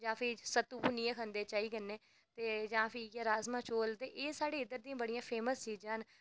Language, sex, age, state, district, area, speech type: Dogri, female, 18-30, Jammu and Kashmir, Reasi, rural, spontaneous